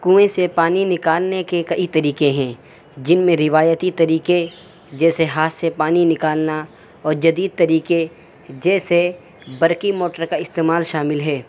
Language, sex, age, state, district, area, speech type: Urdu, male, 18-30, Uttar Pradesh, Saharanpur, urban, spontaneous